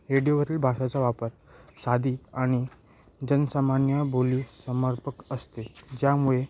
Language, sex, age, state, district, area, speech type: Marathi, male, 18-30, Maharashtra, Ratnagiri, rural, spontaneous